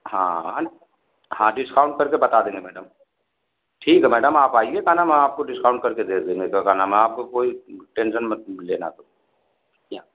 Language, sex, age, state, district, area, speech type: Hindi, male, 60+, Uttar Pradesh, Azamgarh, urban, conversation